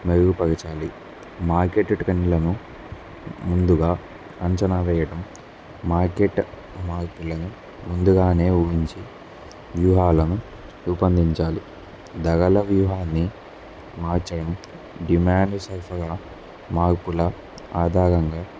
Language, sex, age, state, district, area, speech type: Telugu, male, 18-30, Telangana, Kamareddy, urban, spontaneous